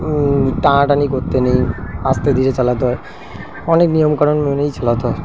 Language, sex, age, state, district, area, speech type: Bengali, male, 30-45, West Bengal, Kolkata, urban, spontaneous